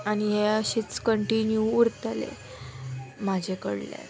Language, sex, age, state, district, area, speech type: Goan Konkani, female, 18-30, Goa, Murmgao, rural, spontaneous